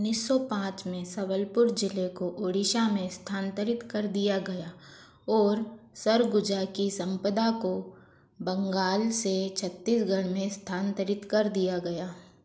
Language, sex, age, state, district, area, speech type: Hindi, female, 60+, Madhya Pradesh, Bhopal, urban, read